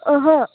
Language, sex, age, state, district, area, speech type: Bodo, female, 45-60, Assam, Chirang, rural, conversation